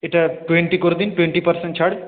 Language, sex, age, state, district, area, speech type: Bengali, male, 45-60, West Bengal, Purulia, urban, conversation